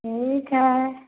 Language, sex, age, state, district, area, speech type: Hindi, female, 18-30, Bihar, Samastipur, rural, conversation